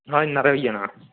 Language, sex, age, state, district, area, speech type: Dogri, male, 18-30, Jammu and Kashmir, Kathua, rural, conversation